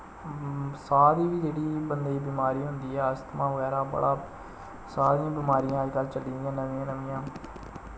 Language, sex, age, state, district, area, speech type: Dogri, male, 18-30, Jammu and Kashmir, Samba, rural, spontaneous